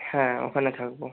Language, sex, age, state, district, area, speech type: Bengali, male, 18-30, West Bengal, Hooghly, urban, conversation